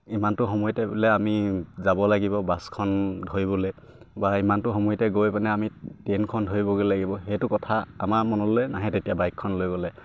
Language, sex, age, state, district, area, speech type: Assamese, male, 18-30, Assam, Sivasagar, rural, spontaneous